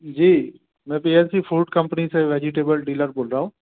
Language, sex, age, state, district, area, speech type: Hindi, male, 45-60, Madhya Pradesh, Gwalior, rural, conversation